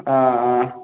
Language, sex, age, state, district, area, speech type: Tamil, male, 18-30, Tamil Nadu, Namakkal, rural, conversation